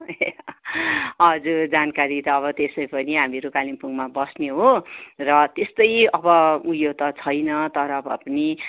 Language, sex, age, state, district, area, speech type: Nepali, female, 60+, West Bengal, Kalimpong, rural, conversation